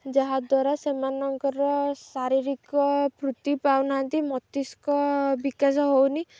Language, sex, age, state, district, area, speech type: Odia, female, 18-30, Odisha, Jagatsinghpur, urban, spontaneous